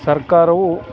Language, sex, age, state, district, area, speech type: Kannada, male, 45-60, Karnataka, Chikkamagaluru, rural, spontaneous